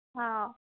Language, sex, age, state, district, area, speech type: Marathi, female, 18-30, Maharashtra, Wardha, rural, conversation